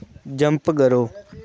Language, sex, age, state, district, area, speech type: Dogri, male, 18-30, Jammu and Kashmir, Kathua, rural, read